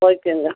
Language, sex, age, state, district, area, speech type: Tamil, female, 45-60, Tamil Nadu, Cuddalore, rural, conversation